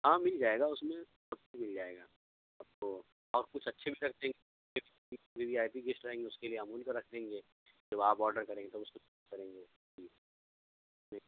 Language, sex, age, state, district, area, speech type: Urdu, male, 30-45, Uttar Pradesh, Ghaziabad, urban, conversation